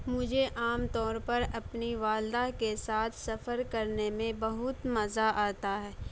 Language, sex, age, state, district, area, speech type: Urdu, female, 18-30, Bihar, Saharsa, rural, spontaneous